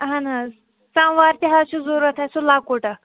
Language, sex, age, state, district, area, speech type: Kashmiri, female, 30-45, Jammu and Kashmir, Shopian, urban, conversation